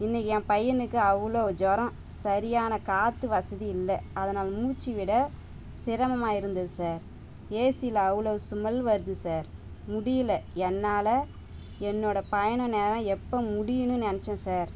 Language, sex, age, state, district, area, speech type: Tamil, female, 30-45, Tamil Nadu, Tiruvannamalai, rural, spontaneous